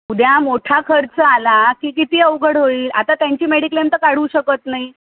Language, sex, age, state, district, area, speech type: Marathi, female, 45-60, Maharashtra, Thane, rural, conversation